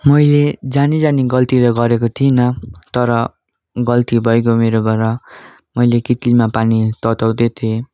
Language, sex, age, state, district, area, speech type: Nepali, male, 18-30, West Bengal, Darjeeling, rural, spontaneous